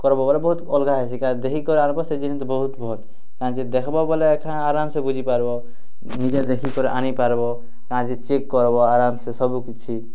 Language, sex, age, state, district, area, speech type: Odia, male, 18-30, Odisha, Kalahandi, rural, spontaneous